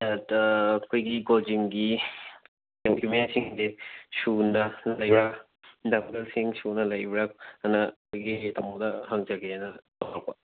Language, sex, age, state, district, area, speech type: Manipuri, male, 18-30, Manipur, Bishnupur, rural, conversation